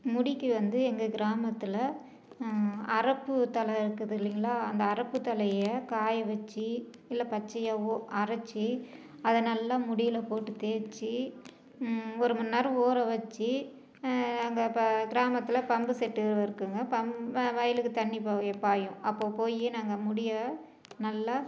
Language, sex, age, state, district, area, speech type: Tamil, female, 45-60, Tamil Nadu, Salem, rural, spontaneous